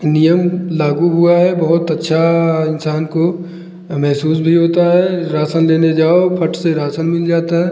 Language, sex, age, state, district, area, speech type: Hindi, male, 45-60, Uttar Pradesh, Lucknow, rural, spontaneous